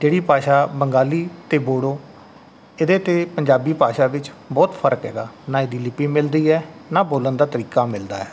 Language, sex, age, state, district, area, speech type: Punjabi, male, 45-60, Punjab, Rupnagar, rural, spontaneous